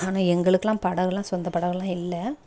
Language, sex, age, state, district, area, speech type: Tamil, female, 30-45, Tamil Nadu, Thoothukudi, rural, spontaneous